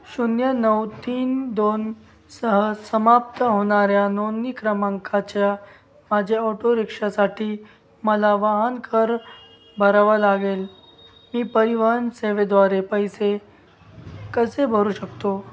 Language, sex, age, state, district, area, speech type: Marathi, male, 18-30, Maharashtra, Ahmednagar, rural, read